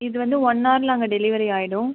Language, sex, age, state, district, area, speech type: Tamil, female, 18-30, Tamil Nadu, Viluppuram, rural, conversation